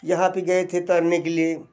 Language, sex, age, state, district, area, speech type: Hindi, male, 60+, Uttar Pradesh, Bhadohi, rural, spontaneous